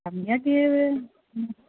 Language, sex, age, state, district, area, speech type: Sanskrit, female, 45-60, Rajasthan, Jaipur, rural, conversation